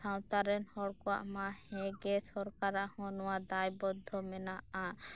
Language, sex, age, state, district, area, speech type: Santali, female, 18-30, West Bengal, Birbhum, rural, spontaneous